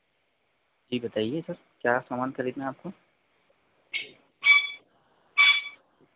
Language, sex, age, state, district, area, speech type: Hindi, male, 30-45, Madhya Pradesh, Harda, urban, conversation